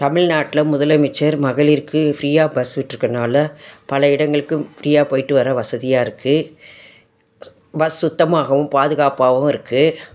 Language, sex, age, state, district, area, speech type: Tamil, female, 60+, Tamil Nadu, Tiruchirappalli, rural, spontaneous